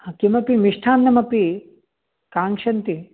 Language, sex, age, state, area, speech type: Sanskrit, male, 18-30, Delhi, urban, conversation